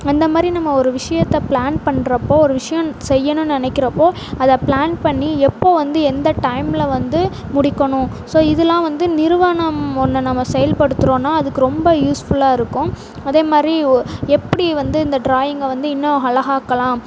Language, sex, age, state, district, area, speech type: Tamil, female, 18-30, Tamil Nadu, Sivaganga, rural, spontaneous